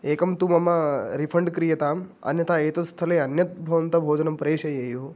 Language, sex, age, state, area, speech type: Sanskrit, male, 18-30, Haryana, rural, spontaneous